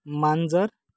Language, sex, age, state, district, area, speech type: Marathi, male, 30-45, Maharashtra, Gadchiroli, rural, read